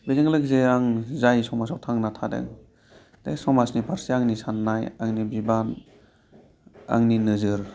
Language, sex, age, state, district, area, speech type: Bodo, male, 30-45, Assam, Udalguri, urban, spontaneous